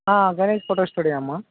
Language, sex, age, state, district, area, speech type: Telugu, male, 18-30, Telangana, Khammam, urban, conversation